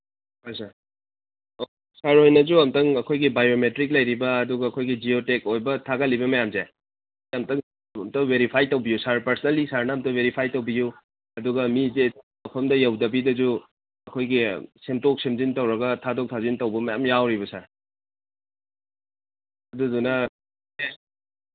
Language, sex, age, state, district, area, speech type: Manipuri, male, 45-60, Manipur, Imphal East, rural, conversation